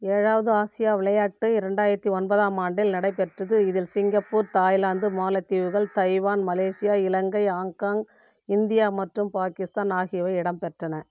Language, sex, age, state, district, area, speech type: Tamil, female, 45-60, Tamil Nadu, Viluppuram, rural, read